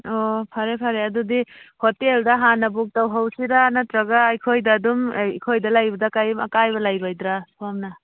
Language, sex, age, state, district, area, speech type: Manipuri, female, 45-60, Manipur, Churachandpur, urban, conversation